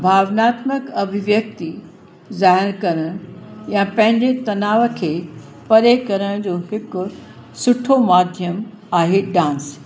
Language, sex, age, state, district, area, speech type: Sindhi, female, 60+, Uttar Pradesh, Lucknow, urban, spontaneous